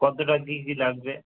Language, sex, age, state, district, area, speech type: Bengali, male, 18-30, West Bengal, Kolkata, urban, conversation